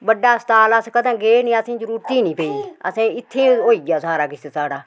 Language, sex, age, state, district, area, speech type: Dogri, female, 45-60, Jammu and Kashmir, Udhampur, rural, spontaneous